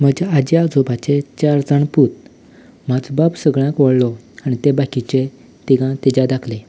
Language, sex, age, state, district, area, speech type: Goan Konkani, male, 18-30, Goa, Canacona, rural, spontaneous